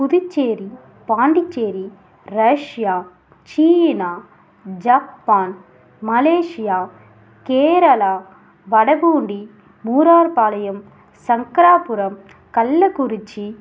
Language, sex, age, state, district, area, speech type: Tamil, female, 18-30, Tamil Nadu, Ariyalur, rural, spontaneous